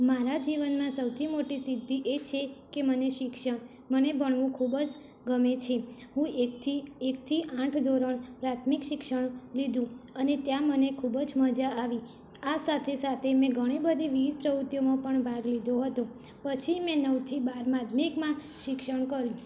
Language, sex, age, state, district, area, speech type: Gujarati, female, 18-30, Gujarat, Mehsana, rural, spontaneous